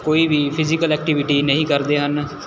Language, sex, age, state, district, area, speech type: Punjabi, male, 18-30, Punjab, Mohali, rural, spontaneous